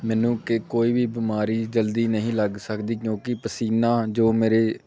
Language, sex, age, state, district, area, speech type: Punjabi, male, 18-30, Punjab, Amritsar, rural, spontaneous